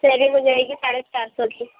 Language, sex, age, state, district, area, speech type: Urdu, female, 18-30, Uttar Pradesh, Gautam Buddha Nagar, rural, conversation